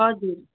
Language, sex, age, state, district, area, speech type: Nepali, female, 45-60, West Bengal, Jalpaiguri, rural, conversation